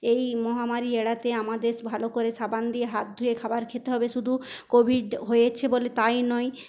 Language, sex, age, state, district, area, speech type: Bengali, female, 18-30, West Bengal, Paschim Medinipur, rural, spontaneous